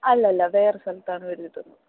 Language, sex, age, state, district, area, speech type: Malayalam, female, 18-30, Kerala, Thrissur, rural, conversation